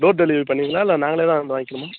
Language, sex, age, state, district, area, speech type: Tamil, male, 18-30, Tamil Nadu, Kallakurichi, urban, conversation